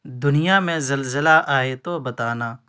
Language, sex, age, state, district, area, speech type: Urdu, male, 18-30, Uttar Pradesh, Ghaziabad, urban, read